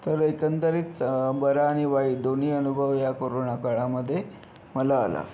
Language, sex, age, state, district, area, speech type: Marathi, male, 30-45, Maharashtra, Yavatmal, urban, spontaneous